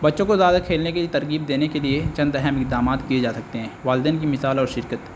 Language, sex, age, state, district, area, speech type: Urdu, male, 18-30, Uttar Pradesh, Azamgarh, rural, spontaneous